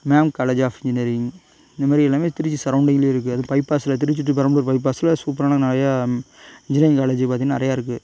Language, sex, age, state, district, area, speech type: Tamil, male, 18-30, Tamil Nadu, Tiruchirappalli, rural, spontaneous